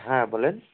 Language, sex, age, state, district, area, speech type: Bengali, male, 18-30, West Bengal, Murshidabad, urban, conversation